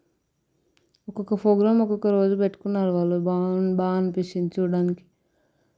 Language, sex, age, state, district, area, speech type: Telugu, female, 18-30, Telangana, Vikarabad, urban, spontaneous